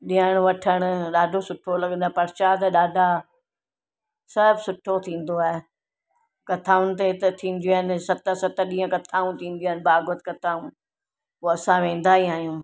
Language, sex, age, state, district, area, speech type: Sindhi, female, 60+, Gujarat, Surat, urban, spontaneous